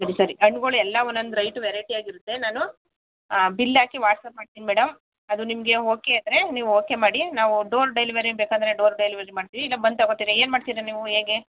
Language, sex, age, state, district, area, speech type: Kannada, female, 30-45, Karnataka, Mandya, rural, conversation